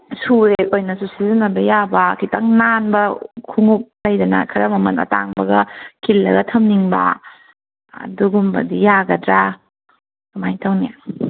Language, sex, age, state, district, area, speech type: Manipuri, female, 18-30, Manipur, Kangpokpi, urban, conversation